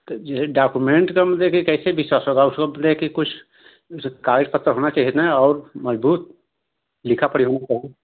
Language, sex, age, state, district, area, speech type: Hindi, male, 60+, Uttar Pradesh, Ghazipur, rural, conversation